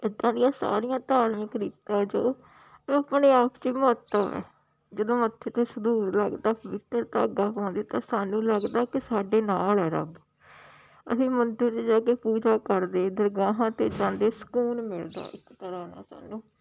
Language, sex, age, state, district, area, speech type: Punjabi, female, 45-60, Punjab, Shaheed Bhagat Singh Nagar, rural, spontaneous